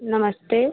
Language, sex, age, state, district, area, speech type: Hindi, female, 30-45, Uttar Pradesh, Prayagraj, rural, conversation